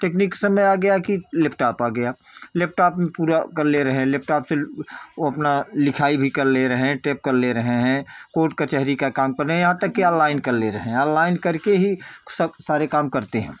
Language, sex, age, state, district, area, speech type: Hindi, male, 60+, Uttar Pradesh, Jaunpur, urban, spontaneous